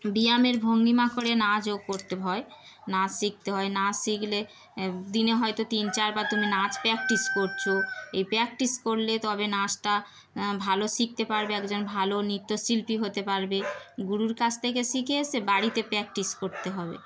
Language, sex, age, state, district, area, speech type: Bengali, female, 30-45, West Bengal, Darjeeling, urban, spontaneous